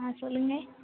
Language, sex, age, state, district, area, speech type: Tamil, female, 18-30, Tamil Nadu, Thanjavur, rural, conversation